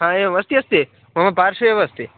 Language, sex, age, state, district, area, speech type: Sanskrit, male, 18-30, Karnataka, Dakshina Kannada, rural, conversation